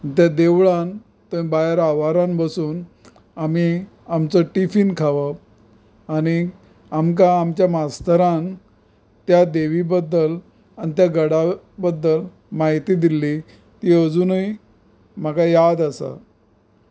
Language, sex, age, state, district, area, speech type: Goan Konkani, male, 45-60, Goa, Canacona, rural, spontaneous